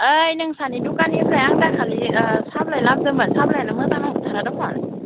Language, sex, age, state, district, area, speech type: Bodo, female, 18-30, Assam, Udalguri, urban, conversation